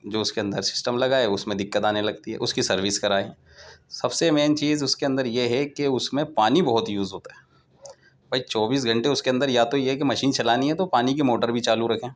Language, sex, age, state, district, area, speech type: Urdu, male, 18-30, Delhi, Central Delhi, urban, spontaneous